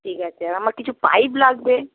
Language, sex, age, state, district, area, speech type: Bengali, female, 45-60, West Bengal, Hooghly, rural, conversation